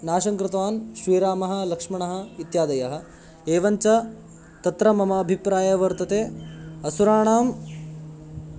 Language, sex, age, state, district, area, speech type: Sanskrit, male, 18-30, Karnataka, Haveri, urban, spontaneous